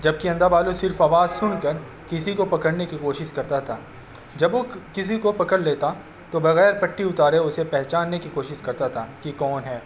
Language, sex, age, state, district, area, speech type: Urdu, male, 18-30, Uttar Pradesh, Azamgarh, urban, spontaneous